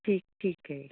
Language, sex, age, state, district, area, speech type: Punjabi, female, 45-60, Punjab, Fatehgarh Sahib, urban, conversation